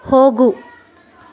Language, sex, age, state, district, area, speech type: Kannada, female, 30-45, Karnataka, Mandya, rural, read